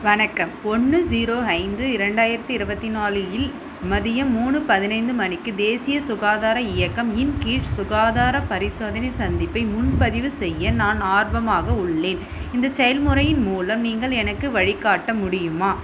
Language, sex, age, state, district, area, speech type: Tamil, female, 30-45, Tamil Nadu, Vellore, urban, read